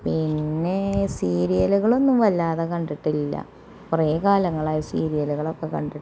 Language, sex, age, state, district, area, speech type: Malayalam, female, 30-45, Kerala, Malappuram, rural, spontaneous